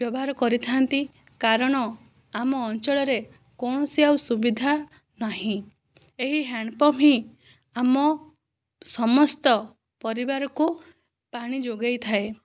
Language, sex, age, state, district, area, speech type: Odia, female, 60+, Odisha, Kandhamal, rural, spontaneous